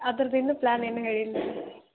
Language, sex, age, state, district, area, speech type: Kannada, female, 18-30, Karnataka, Gadag, urban, conversation